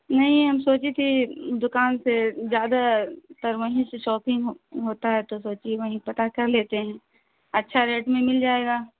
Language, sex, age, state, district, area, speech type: Urdu, female, 30-45, Bihar, Saharsa, rural, conversation